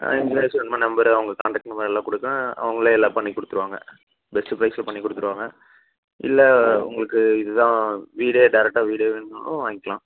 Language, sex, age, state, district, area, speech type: Tamil, male, 18-30, Tamil Nadu, Namakkal, rural, conversation